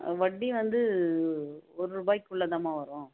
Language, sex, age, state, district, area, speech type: Tamil, female, 45-60, Tamil Nadu, Tiruvannamalai, rural, conversation